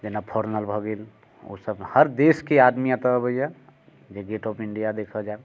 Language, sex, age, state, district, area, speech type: Maithili, male, 45-60, Bihar, Muzaffarpur, rural, spontaneous